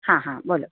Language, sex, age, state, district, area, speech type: Gujarati, female, 30-45, Gujarat, Surat, urban, conversation